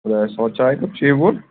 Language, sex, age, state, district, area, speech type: Kashmiri, male, 18-30, Jammu and Kashmir, Shopian, rural, conversation